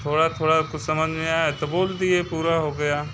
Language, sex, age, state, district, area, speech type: Hindi, male, 30-45, Uttar Pradesh, Mirzapur, rural, spontaneous